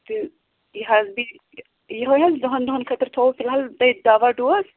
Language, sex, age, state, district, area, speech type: Kashmiri, female, 18-30, Jammu and Kashmir, Pulwama, rural, conversation